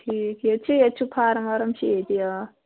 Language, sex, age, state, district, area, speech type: Kashmiri, female, 18-30, Jammu and Kashmir, Shopian, rural, conversation